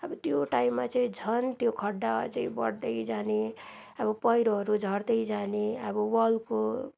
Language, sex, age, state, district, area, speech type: Nepali, female, 30-45, West Bengal, Darjeeling, rural, spontaneous